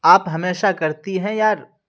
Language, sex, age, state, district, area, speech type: Urdu, male, 30-45, Bihar, Khagaria, rural, read